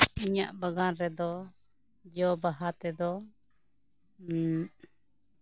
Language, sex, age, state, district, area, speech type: Santali, female, 45-60, West Bengal, Bankura, rural, spontaneous